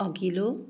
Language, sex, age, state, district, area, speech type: Nepali, female, 45-60, West Bengal, Darjeeling, rural, read